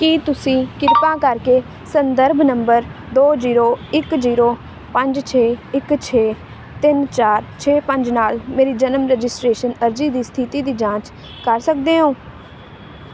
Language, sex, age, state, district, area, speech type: Punjabi, female, 18-30, Punjab, Ludhiana, rural, read